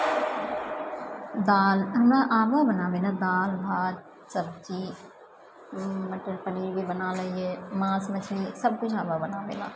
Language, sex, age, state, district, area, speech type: Maithili, female, 18-30, Bihar, Purnia, rural, spontaneous